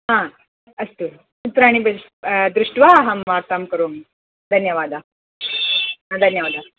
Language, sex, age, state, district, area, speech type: Sanskrit, female, 18-30, Tamil Nadu, Chennai, urban, conversation